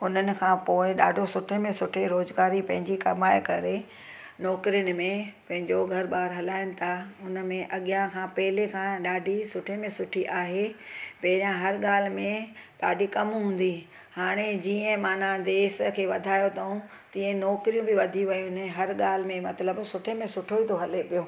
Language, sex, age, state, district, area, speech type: Sindhi, female, 45-60, Gujarat, Surat, urban, spontaneous